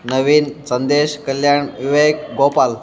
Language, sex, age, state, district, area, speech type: Kannada, male, 18-30, Karnataka, Kolar, rural, spontaneous